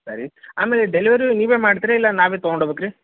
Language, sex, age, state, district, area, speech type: Kannada, male, 30-45, Karnataka, Bellary, rural, conversation